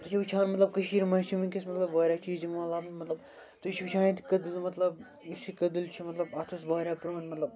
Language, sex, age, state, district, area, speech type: Kashmiri, male, 30-45, Jammu and Kashmir, Srinagar, urban, spontaneous